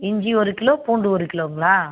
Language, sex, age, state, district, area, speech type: Tamil, female, 45-60, Tamil Nadu, Viluppuram, rural, conversation